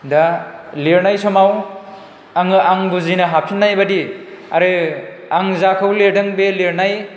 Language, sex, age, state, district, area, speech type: Bodo, male, 30-45, Assam, Chirang, rural, spontaneous